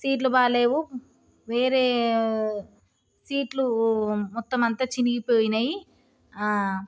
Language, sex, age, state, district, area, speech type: Telugu, female, 30-45, Telangana, Jagtial, rural, spontaneous